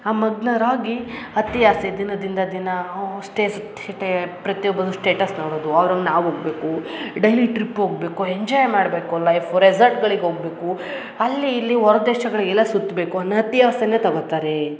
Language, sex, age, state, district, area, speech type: Kannada, female, 30-45, Karnataka, Hassan, rural, spontaneous